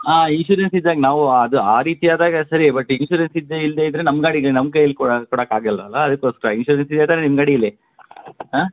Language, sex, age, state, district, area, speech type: Kannada, male, 45-60, Karnataka, Kolar, urban, conversation